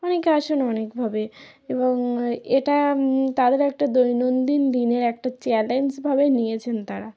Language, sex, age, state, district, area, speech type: Bengali, female, 18-30, West Bengal, North 24 Parganas, rural, spontaneous